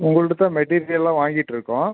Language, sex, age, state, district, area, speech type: Tamil, male, 45-60, Tamil Nadu, Erode, rural, conversation